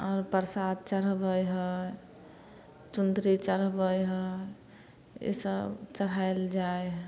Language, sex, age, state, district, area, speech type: Maithili, female, 18-30, Bihar, Samastipur, rural, spontaneous